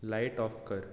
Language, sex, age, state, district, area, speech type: Goan Konkani, male, 18-30, Goa, Bardez, urban, read